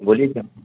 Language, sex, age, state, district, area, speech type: Urdu, male, 18-30, Bihar, Gaya, urban, conversation